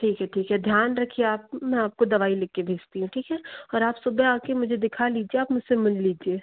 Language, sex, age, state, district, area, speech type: Hindi, female, 60+, Madhya Pradesh, Bhopal, urban, conversation